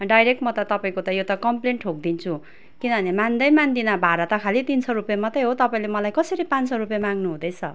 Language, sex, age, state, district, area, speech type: Nepali, female, 30-45, West Bengal, Darjeeling, rural, spontaneous